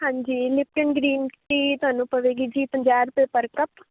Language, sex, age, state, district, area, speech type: Punjabi, female, 18-30, Punjab, Fazilka, rural, conversation